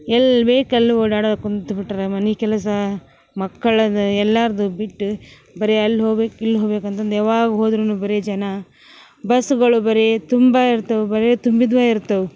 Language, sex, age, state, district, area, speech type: Kannada, female, 30-45, Karnataka, Gadag, urban, spontaneous